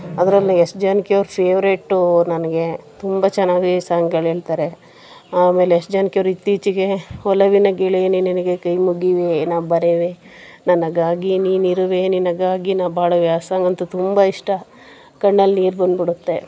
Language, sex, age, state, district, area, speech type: Kannada, female, 30-45, Karnataka, Mandya, rural, spontaneous